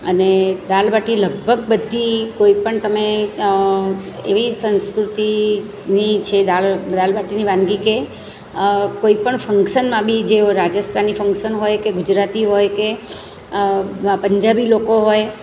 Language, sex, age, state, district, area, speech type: Gujarati, female, 45-60, Gujarat, Surat, rural, spontaneous